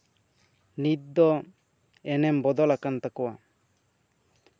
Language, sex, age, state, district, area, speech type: Santali, male, 18-30, West Bengal, Bankura, rural, spontaneous